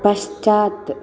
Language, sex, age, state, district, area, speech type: Sanskrit, female, 30-45, Karnataka, Dakshina Kannada, rural, read